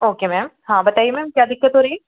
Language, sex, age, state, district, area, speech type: Hindi, female, 30-45, Madhya Pradesh, Jabalpur, urban, conversation